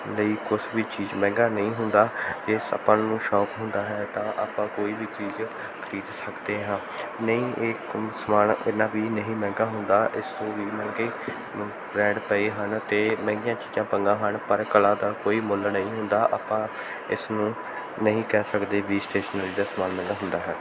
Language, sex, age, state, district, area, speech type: Punjabi, male, 18-30, Punjab, Bathinda, rural, spontaneous